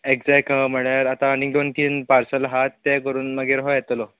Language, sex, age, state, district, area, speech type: Goan Konkani, male, 18-30, Goa, Bardez, urban, conversation